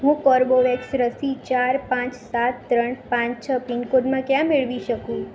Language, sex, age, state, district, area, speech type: Gujarati, female, 18-30, Gujarat, Mehsana, rural, read